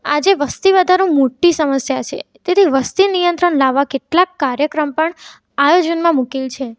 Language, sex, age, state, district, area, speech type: Gujarati, female, 18-30, Gujarat, Mehsana, rural, spontaneous